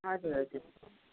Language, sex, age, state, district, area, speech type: Nepali, female, 45-60, West Bengal, Kalimpong, rural, conversation